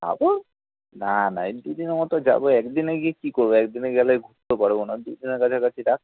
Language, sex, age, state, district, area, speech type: Bengali, male, 18-30, West Bengal, Kolkata, urban, conversation